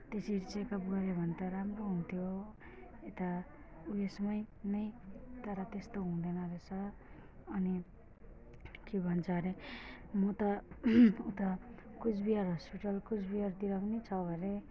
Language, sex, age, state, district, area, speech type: Nepali, female, 45-60, West Bengal, Alipurduar, rural, spontaneous